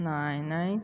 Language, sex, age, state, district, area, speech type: Odia, female, 60+, Odisha, Dhenkanal, rural, spontaneous